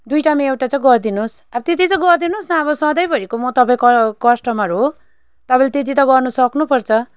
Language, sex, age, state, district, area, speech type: Nepali, female, 30-45, West Bengal, Darjeeling, rural, spontaneous